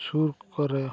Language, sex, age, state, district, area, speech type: Santali, male, 45-60, Odisha, Mayurbhanj, rural, spontaneous